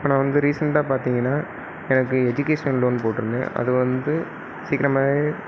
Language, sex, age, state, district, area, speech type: Tamil, male, 30-45, Tamil Nadu, Sivaganga, rural, spontaneous